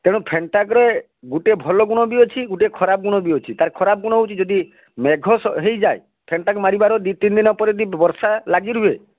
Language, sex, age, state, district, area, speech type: Odia, male, 60+, Odisha, Balasore, rural, conversation